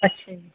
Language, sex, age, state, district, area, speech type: Punjabi, female, 45-60, Punjab, Mohali, urban, conversation